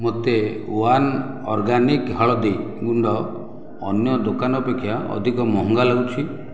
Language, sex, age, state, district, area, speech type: Odia, male, 60+, Odisha, Khordha, rural, read